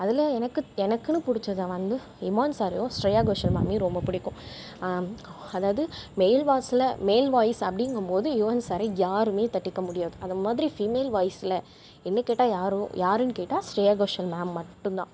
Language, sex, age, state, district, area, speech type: Tamil, female, 18-30, Tamil Nadu, Tiruvarur, urban, spontaneous